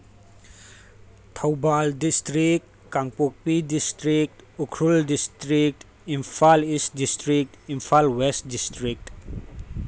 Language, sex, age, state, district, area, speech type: Manipuri, male, 30-45, Manipur, Tengnoupal, rural, spontaneous